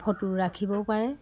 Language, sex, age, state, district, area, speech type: Assamese, female, 30-45, Assam, Jorhat, urban, spontaneous